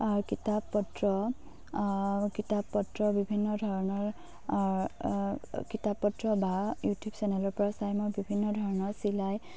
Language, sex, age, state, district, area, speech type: Assamese, female, 18-30, Assam, Dibrugarh, rural, spontaneous